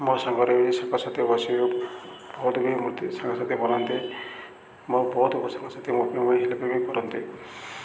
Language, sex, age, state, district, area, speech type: Odia, male, 45-60, Odisha, Ganjam, urban, spontaneous